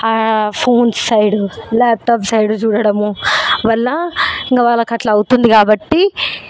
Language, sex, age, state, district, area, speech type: Telugu, female, 18-30, Telangana, Hyderabad, urban, spontaneous